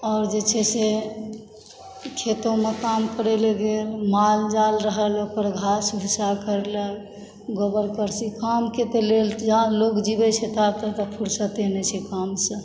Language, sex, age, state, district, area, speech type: Maithili, female, 60+, Bihar, Supaul, rural, spontaneous